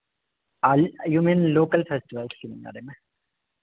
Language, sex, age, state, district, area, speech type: Hindi, male, 30-45, Madhya Pradesh, Hoshangabad, urban, conversation